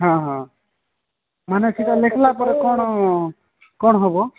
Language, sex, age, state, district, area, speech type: Odia, male, 45-60, Odisha, Nabarangpur, rural, conversation